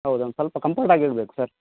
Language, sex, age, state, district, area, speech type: Kannada, male, 45-60, Karnataka, Udupi, rural, conversation